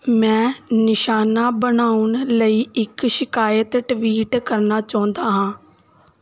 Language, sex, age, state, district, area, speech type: Punjabi, female, 18-30, Punjab, Gurdaspur, rural, read